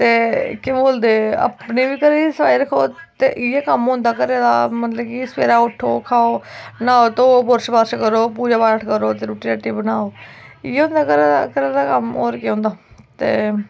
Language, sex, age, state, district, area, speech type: Dogri, female, 18-30, Jammu and Kashmir, Kathua, rural, spontaneous